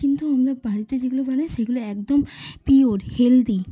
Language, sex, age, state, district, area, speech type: Bengali, female, 30-45, West Bengal, Hooghly, urban, spontaneous